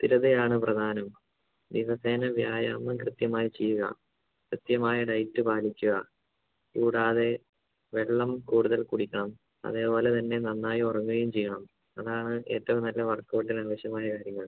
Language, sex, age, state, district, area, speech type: Malayalam, male, 18-30, Kerala, Idukki, urban, conversation